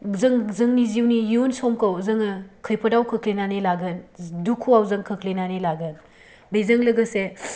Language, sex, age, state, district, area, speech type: Bodo, female, 18-30, Assam, Kokrajhar, rural, spontaneous